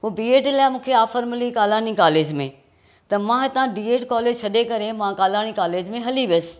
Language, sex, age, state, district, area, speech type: Sindhi, female, 60+, Maharashtra, Thane, urban, spontaneous